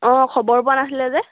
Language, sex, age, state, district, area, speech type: Assamese, female, 18-30, Assam, Sivasagar, rural, conversation